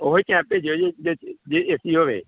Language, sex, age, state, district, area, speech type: Punjabi, male, 45-60, Punjab, Gurdaspur, urban, conversation